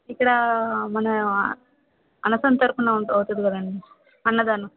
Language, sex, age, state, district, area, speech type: Telugu, female, 30-45, Andhra Pradesh, Vizianagaram, rural, conversation